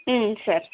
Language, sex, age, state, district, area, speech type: Telugu, female, 30-45, Andhra Pradesh, Vizianagaram, rural, conversation